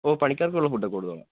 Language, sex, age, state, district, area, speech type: Malayalam, male, 18-30, Kerala, Wayanad, rural, conversation